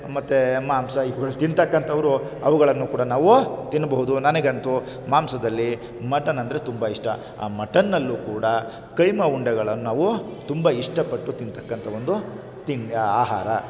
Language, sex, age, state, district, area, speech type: Kannada, male, 45-60, Karnataka, Chamarajanagar, rural, spontaneous